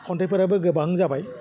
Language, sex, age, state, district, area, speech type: Bodo, male, 60+, Assam, Udalguri, urban, spontaneous